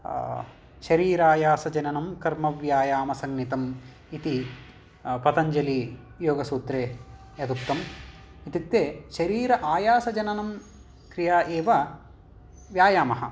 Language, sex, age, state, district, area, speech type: Sanskrit, male, 18-30, Karnataka, Vijayanagara, urban, spontaneous